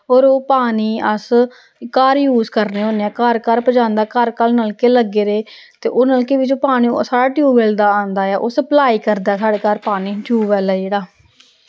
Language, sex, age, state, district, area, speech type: Dogri, female, 18-30, Jammu and Kashmir, Samba, rural, spontaneous